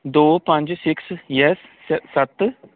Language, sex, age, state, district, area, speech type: Punjabi, male, 30-45, Punjab, Kapurthala, rural, conversation